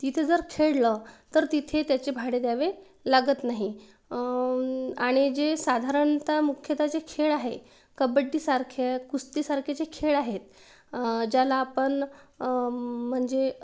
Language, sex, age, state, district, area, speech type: Marathi, female, 30-45, Maharashtra, Wardha, urban, spontaneous